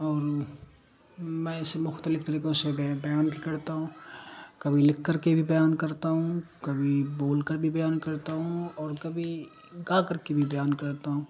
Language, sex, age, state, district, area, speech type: Urdu, male, 45-60, Bihar, Darbhanga, rural, spontaneous